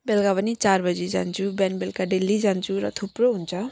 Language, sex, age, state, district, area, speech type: Nepali, female, 30-45, West Bengal, Jalpaiguri, urban, spontaneous